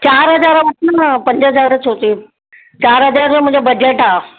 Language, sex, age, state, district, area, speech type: Sindhi, female, 60+, Maharashtra, Mumbai Suburban, urban, conversation